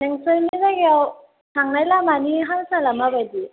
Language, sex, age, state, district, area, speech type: Bodo, female, 18-30, Assam, Chirang, rural, conversation